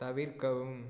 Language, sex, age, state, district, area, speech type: Tamil, male, 18-30, Tamil Nadu, Tiruchirappalli, rural, read